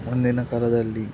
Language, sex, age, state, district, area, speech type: Kannada, male, 30-45, Karnataka, Dakshina Kannada, rural, spontaneous